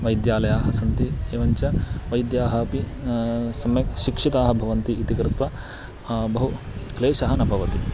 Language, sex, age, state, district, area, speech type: Sanskrit, male, 18-30, Karnataka, Uttara Kannada, rural, spontaneous